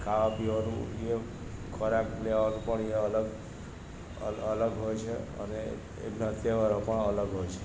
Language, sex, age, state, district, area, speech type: Gujarati, male, 60+, Gujarat, Narmada, rural, spontaneous